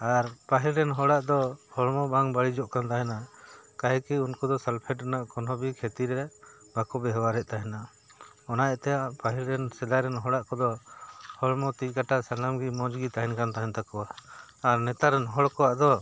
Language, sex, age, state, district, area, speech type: Santali, male, 45-60, Jharkhand, Bokaro, rural, spontaneous